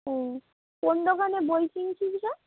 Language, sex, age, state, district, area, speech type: Bengali, female, 18-30, West Bengal, Nadia, rural, conversation